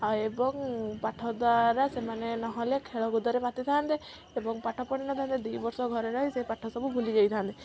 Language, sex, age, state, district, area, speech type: Odia, female, 18-30, Odisha, Kendujhar, urban, spontaneous